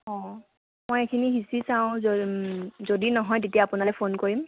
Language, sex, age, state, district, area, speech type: Assamese, female, 18-30, Assam, Sivasagar, rural, conversation